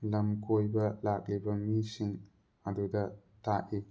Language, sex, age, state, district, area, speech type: Manipuri, male, 30-45, Manipur, Thoubal, rural, spontaneous